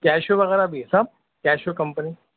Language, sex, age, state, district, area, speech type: Urdu, male, 30-45, Telangana, Hyderabad, urban, conversation